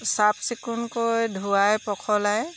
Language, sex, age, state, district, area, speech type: Assamese, female, 30-45, Assam, Jorhat, urban, spontaneous